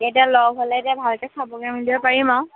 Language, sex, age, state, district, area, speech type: Assamese, female, 30-45, Assam, Majuli, urban, conversation